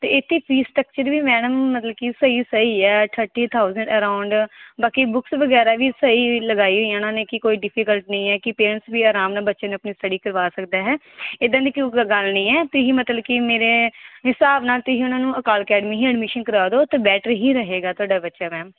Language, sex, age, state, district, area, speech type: Punjabi, female, 30-45, Punjab, Pathankot, rural, conversation